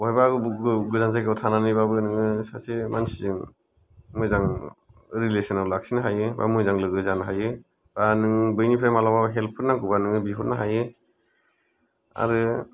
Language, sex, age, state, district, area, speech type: Bodo, male, 45-60, Assam, Kokrajhar, rural, spontaneous